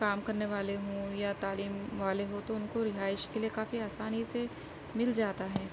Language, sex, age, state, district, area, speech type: Urdu, female, 30-45, Uttar Pradesh, Gautam Buddha Nagar, rural, spontaneous